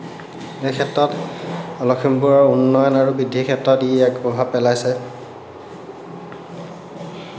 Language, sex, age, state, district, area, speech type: Assamese, male, 18-30, Assam, Lakhimpur, rural, spontaneous